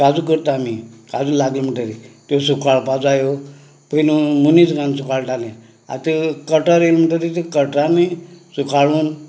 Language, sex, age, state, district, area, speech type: Goan Konkani, male, 45-60, Goa, Canacona, rural, spontaneous